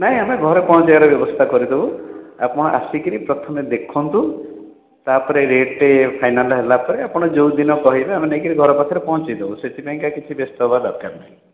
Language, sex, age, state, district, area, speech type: Odia, male, 60+, Odisha, Khordha, rural, conversation